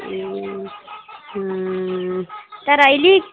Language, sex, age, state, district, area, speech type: Nepali, female, 45-60, West Bengal, Alipurduar, urban, conversation